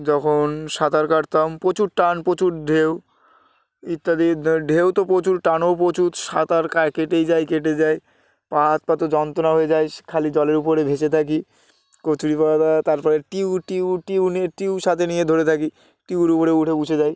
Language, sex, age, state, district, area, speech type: Bengali, male, 18-30, West Bengal, Uttar Dinajpur, urban, spontaneous